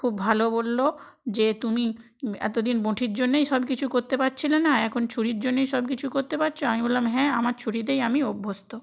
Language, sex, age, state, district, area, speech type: Bengali, female, 60+, West Bengal, Purba Medinipur, rural, spontaneous